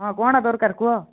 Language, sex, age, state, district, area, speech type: Odia, male, 18-30, Odisha, Kalahandi, rural, conversation